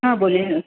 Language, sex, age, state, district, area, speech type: Marathi, female, 18-30, Maharashtra, Thane, urban, conversation